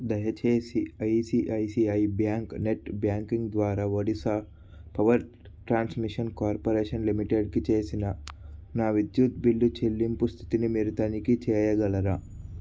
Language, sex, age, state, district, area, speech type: Telugu, male, 18-30, Andhra Pradesh, Sri Balaji, urban, read